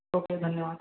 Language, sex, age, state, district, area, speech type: Hindi, male, 18-30, Madhya Pradesh, Bhopal, rural, conversation